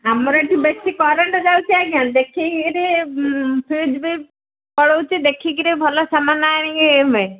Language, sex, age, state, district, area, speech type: Odia, female, 45-60, Odisha, Sundergarh, rural, conversation